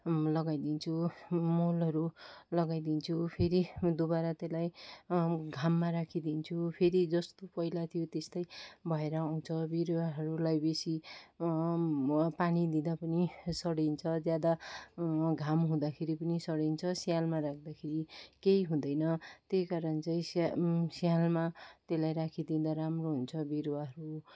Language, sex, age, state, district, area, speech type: Nepali, female, 45-60, West Bengal, Kalimpong, rural, spontaneous